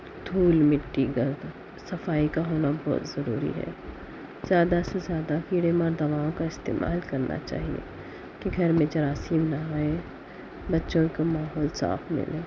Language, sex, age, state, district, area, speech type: Urdu, female, 30-45, Telangana, Hyderabad, urban, spontaneous